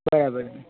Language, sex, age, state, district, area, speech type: Gujarati, male, 30-45, Gujarat, Ahmedabad, urban, conversation